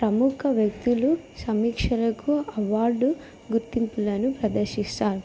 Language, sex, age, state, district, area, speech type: Telugu, female, 18-30, Telangana, Jangaon, rural, spontaneous